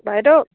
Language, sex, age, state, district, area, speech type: Assamese, female, 45-60, Assam, Dibrugarh, rural, conversation